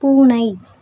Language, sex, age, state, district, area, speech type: Tamil, female, 18-30, Tamil Nadu, Madurai, rural, read